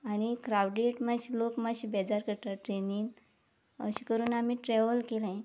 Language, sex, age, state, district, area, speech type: Goan Konkani, female, 30-45, Goa, Quepem, rural, spontaneous